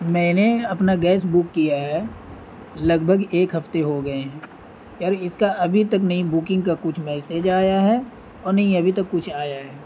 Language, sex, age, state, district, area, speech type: Urdu, male, 18-30, Bihar, Gaya, urban, spontaneous